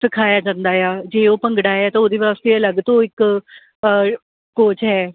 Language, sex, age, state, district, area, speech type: Punjabi, female, 30-45, Punjab, Kapurthala, urban, conversation